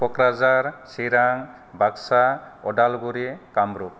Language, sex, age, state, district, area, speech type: Bodo, male, 30-45, Assam, Kokrajhar, rural, spontaneous